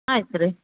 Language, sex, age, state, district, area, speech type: Kannada, female, 30-45, Karnataka, Bellary, rural, conversation